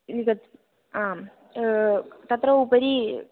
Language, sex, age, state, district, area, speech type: Sanskrit, female, 18-30, Kerala, Thrissur, rural, conversation